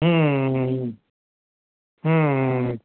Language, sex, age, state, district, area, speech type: Marathi, male, 45-60, Maharashtra, Nanded, urban, conversation